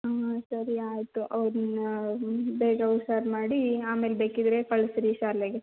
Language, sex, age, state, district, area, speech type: Kannada, female, 18-30, Karnataka, Chitradurga, rural, conversation